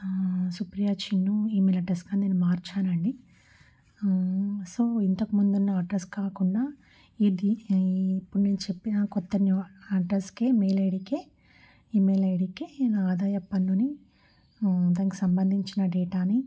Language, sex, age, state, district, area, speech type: Telugu, female, 30-45, Telangana, Warangal, urban, spontaneous